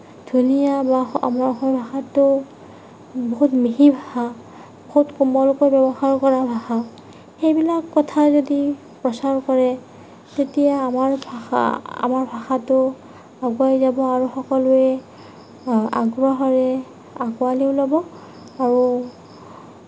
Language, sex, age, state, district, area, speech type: Assamese, female, 45-60, Assam, Nagaon, rural, spontaneous